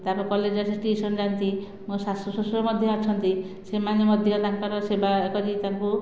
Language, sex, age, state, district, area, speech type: Odia, female, 45-60, Odisha, Khordha, rural, spontaneous